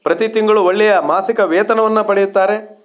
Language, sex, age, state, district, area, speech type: Kannada, male, 45-60, Karnataka, Shimoga, rural, spontaneous